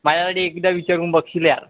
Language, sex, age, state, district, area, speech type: Marathi, male, 18-30, Maharashtra, Wardha, urban, conversation